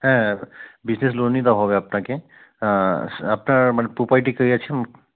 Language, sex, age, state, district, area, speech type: Bengali, male, 45-60, West Bengal, South 24 Parganas, rural, conversation